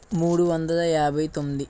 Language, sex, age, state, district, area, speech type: Telugu, male, 45-60, Andhra Pradesh, Eluru, rural, spontaneous